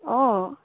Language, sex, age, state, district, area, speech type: Assamese, female, 18-30, Assam, Sivasagar, rural, conversation